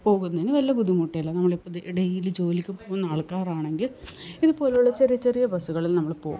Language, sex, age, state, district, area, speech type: Malayalam, female, 45-60, Kerala, Kasaragod, rural, spontaneous